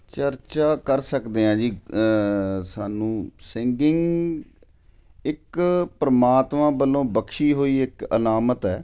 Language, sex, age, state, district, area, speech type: Punjabi, male, 45-60, Punjab, Ludhiana, urban, spontaneous